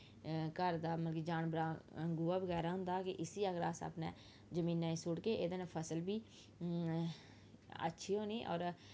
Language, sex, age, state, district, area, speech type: Dogri, female, 30-45, Jammu and Kashmir, Udhampur, rural, spontaneous